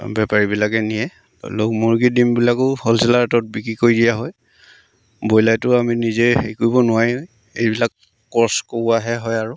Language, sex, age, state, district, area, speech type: Assamese, male, 30-45, Assam, Sivasagar, rural, spontaneous